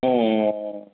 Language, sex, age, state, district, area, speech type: Tamil, male, 45-60, Tamil Nadu, Tiruchirappalli, rural, conversation